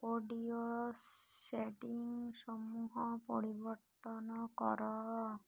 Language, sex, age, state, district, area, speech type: Odia, female, 30-45, Odisha, Malkangiri, urban, read